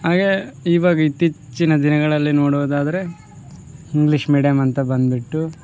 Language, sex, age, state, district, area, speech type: Kannada, male, 18-30, Karnataka, Vijayanagara, rural, spontaneous